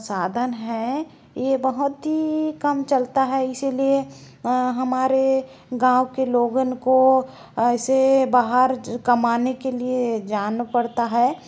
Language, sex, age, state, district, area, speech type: Hindi, female, 60+, Madhya Pradesh, Bhopal, rural, spontaneous